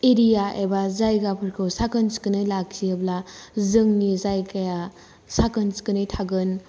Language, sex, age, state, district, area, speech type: Bodo, female, 18-30, Assam, Kokrajhar, rural, spontaneous